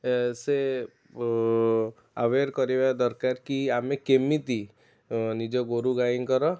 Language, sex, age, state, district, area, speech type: Odia, male, 30-45, Odisha, Cuttack, urban, spontaneous